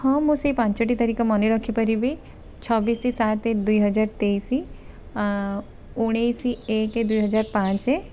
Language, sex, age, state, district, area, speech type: Odia, female, 45-60, Odisha, Bhadrak, rural, spontaneous